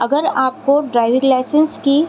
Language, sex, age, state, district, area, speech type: Urdu, female, 30-45, Delhi, Central Delhi, urban, spontaneous